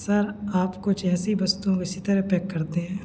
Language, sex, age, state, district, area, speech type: Hindi, male, 18-30, Madhya Pradesh, Hoshangabad, rural, spontaneous